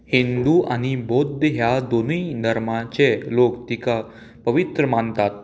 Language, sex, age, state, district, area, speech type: Goan Konkani, male, 18-30, Goa, Murmgao, rural, read